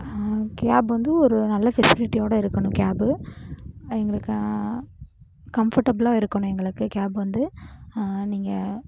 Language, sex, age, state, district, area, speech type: Tamil, female, 18-30, Tamil Nadu, Namakkal, rural, spontaneous